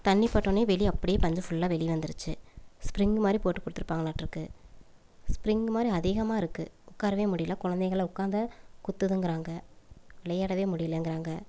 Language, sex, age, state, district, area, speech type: Tamil, female, 30-45, Tamil Nadu, Coimbatore, rural, spontaneous